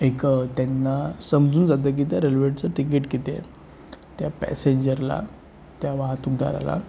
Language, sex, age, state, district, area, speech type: Marathi, male, 18-30, Maharashtra, Sindhudurg, rural, spontaneous